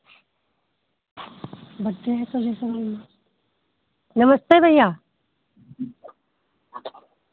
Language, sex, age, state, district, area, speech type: Hindi, female, 60+, Uttar Pradesh, Lucknow, rural, conversation